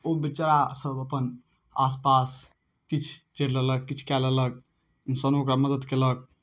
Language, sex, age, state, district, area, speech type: Maithili, male, 18-30, Bihar, Darbhanga, rural, spontaneous